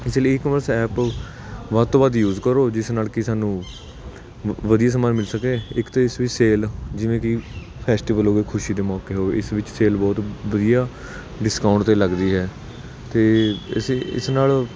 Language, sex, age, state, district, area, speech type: Punjabi, male, 18-30, Punjab, Kapurthala, urban, spontaneous